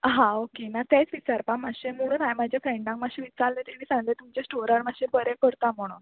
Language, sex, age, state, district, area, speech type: Goan Konkani, female, 18-30, Goa, Murmgao, urban, conversation